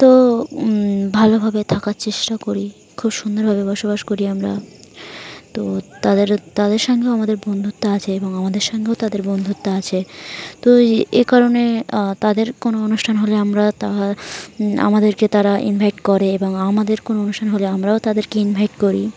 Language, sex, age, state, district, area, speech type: Bengali, female, 18-30, West Bengal, Dakshin Dinajpur, urban, spontaneous